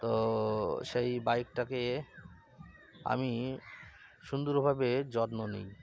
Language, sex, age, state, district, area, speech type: Bengali, male, 30-45, West Bengal, Cooch Behar, urban, spontaneous